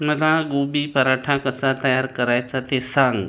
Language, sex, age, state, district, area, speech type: Marathi, other, 30-45, Maharashtra, Buldhana, urban, read